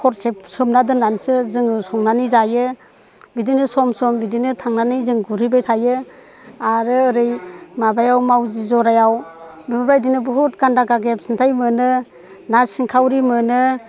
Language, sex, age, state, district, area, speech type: Bodo, female, 60+, Assam, Chirang, rural, spontaneous